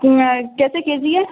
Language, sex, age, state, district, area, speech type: Urdu, female, 18-30, Bihar, Supaul, rural, conversation